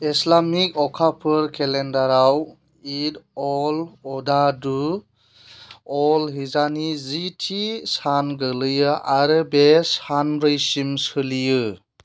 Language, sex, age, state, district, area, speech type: Bodo, male, 18-30, Assam, Chirang, rural, read